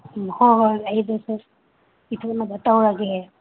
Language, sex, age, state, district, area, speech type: Manipuri, female, 30-45, Manipur, Imphal East, rural, conversation